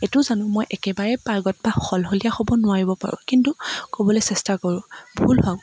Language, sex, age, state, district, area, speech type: Assamese, female, 18-30, Assam, Dibrugarh, rural, spontaneous